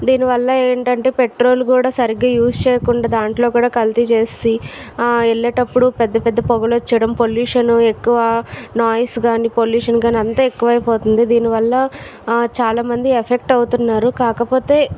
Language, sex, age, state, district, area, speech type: Telugu, female, 60+, Andhra Pradesh, Vizianagaram, rural, spontaneous